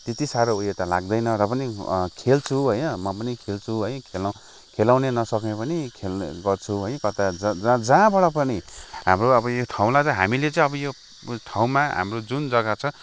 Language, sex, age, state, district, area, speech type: Nepali, male, 45-60, West Bengal, Kalimpong, rural, spontaneous